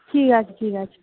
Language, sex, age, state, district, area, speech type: Bengali, female, 18-30, West Bengal, Howrah, urban, conversation